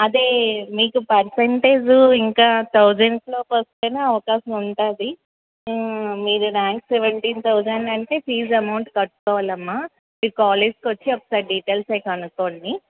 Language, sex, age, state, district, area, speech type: Telugu, female, 30-45, Andhra Pradesh, Anakapalli, urban, conversation